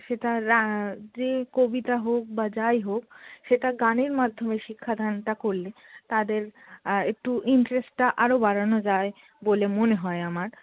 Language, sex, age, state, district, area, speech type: Bengali, female, 18-30, West Bengal, Darjeeling, rural, conversation